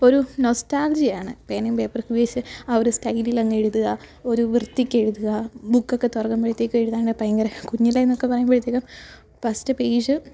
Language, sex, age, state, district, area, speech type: Malayalam, female, 18-30, Kerala, Alappuzha, rural, spontaneous